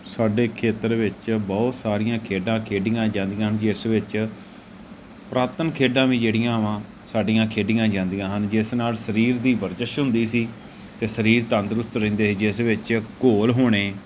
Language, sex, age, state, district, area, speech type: Punjabi, male, 30-45, Punjab, Gurdaspur, rural, spontaneous